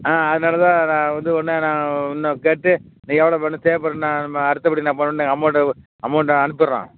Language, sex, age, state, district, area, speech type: Tamil, male, 60+, Tamil Nadu, Tiruvarur, rural, conversation